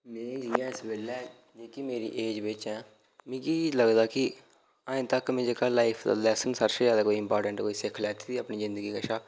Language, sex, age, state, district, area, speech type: Dogri, male, 18-30, Jammu and Kashmir, Reasi, rural, spontaneous